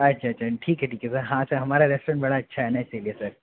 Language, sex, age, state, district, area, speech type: Hindi, male, 45-60, Madhya Pradesh, Bhopal, urban, conversation